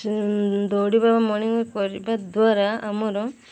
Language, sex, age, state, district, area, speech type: Odia, female, 45-60, Odisha, Sundergarh, urban, spontaneous